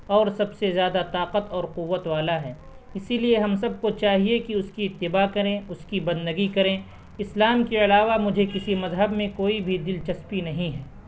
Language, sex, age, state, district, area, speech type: Urdu, male, 18-30, Bihar, Purnia, rural, spontaneous